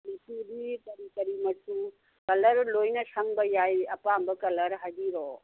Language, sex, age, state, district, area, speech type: Manipuri, female, 60+, Manipur, Kangpokpi, urban, conversation